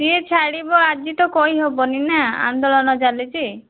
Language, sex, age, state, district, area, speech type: Odia, female, 30-45, Odisha, Boudh, rural, conversation